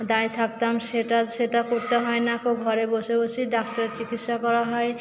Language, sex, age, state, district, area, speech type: Bengali, female, 30-45, West Bengal, Purba Bardhaman, urban, spontaneous